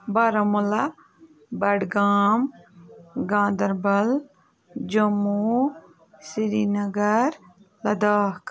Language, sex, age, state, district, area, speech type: Kashmiri, female, 18-30, Jammu and Kashmir, Ganderbal, rural, spontaneous